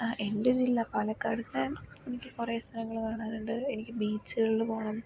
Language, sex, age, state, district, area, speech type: Malayalam, female, 18-30, Kerala, Palakkad, rural, spontaneous